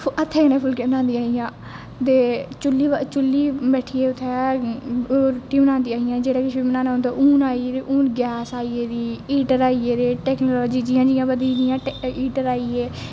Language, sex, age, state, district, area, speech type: Dogri, female, 18-30, Jammu and Kashmir, Jammu, urban, spontaneous